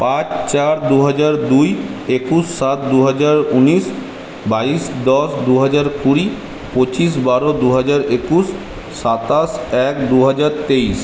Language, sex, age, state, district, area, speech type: Bengali, male, 18-30, West Bengal, Purulia, urban, spontaneous